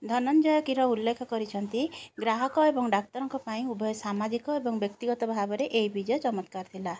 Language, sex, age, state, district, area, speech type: Odia, female, 30-45, Odisha, Kendrapara, urban, read